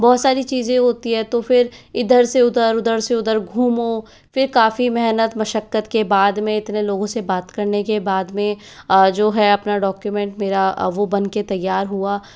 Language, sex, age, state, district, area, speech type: Hindi, male, 18-30, Rajasthan, Jaipur, urban, spontaneous